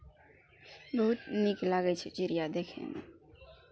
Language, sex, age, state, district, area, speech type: Maithili, female, 30-45, Bihar, Araria, rural, spontaneous